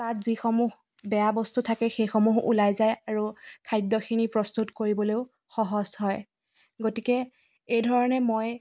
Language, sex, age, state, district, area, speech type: Assamese, female, 30-45, Assam, Dibrugarh, rural, spontaneous